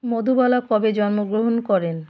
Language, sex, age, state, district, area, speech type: Bengali, female, 45-60, West Bengal, South 24 Parganas, rural, read